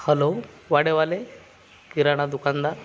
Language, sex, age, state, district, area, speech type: Marathi, male, 45-60, Maharashtra, Akola, rural, spontaneous